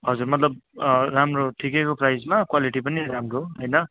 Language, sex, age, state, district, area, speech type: Nepali, male, 60+, West Bengal, Darjeeling, rural, conversation